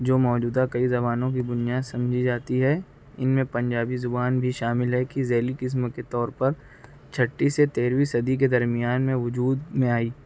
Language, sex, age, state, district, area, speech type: Urdu, male, 18-30, Maharashtra, Nashik, urban, spontaneous